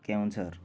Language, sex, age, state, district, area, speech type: Odia, male, 30-45, Odisha, Cuttack, urban, spontaneous